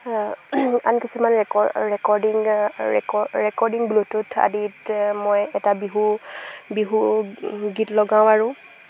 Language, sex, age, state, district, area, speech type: Assamese, female, 18-30, Assam, Lakhimpur, rural, spontaneous